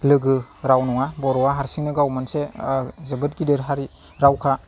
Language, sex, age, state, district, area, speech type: Bodo, male, 30-45, Assam, Chirang, urban, spontaneous